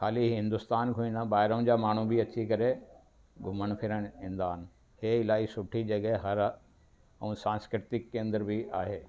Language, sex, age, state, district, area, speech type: Sindhi, male, 60+, Delhi, South Delhi, urban, spontaneous